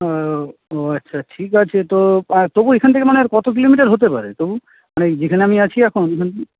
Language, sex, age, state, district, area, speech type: Bengali, male, 30-45, West Bengal, Paschim Medinipur, rural, conversation